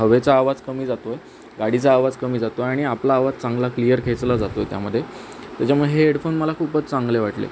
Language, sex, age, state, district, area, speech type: Marathi, male, 30-45, Maharashtra, Sindhudurg, urban, spontaneous